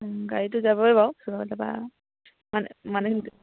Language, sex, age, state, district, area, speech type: Assamese, female, 18-30, Assam, Charaideo, rural, conversation